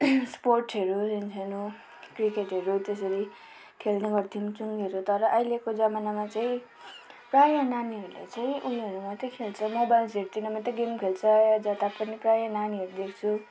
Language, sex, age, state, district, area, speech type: Nepali, female, 18-30, West Bengal, Darjeeling, rural, spontaneous